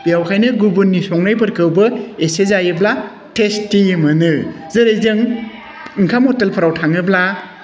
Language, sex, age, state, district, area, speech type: Bodo, male, 45-60, Assam, Udalguri, urban, spontaneous